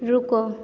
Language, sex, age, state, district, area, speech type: Hindi, female, 18-30, Bihar, Vaishali, rural, read